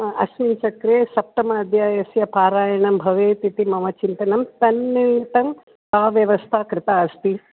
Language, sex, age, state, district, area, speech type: Sanskrit, female, 60+, Tamil Nadu, Chennai, urban, conversation